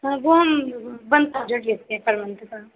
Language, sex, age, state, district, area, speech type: Hindi, female, 45-60, Uttar Pradesh, Sitapur, rural, conversation